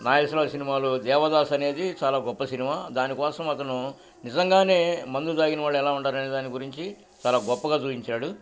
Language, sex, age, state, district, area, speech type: Telugu, male, 60+, Andhra Pradesh, Guntur, urban, spontaneous